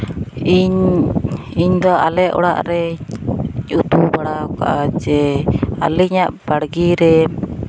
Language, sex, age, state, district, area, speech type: Santali, female, 30-45, West Bengal, Malda, rural, spontaneous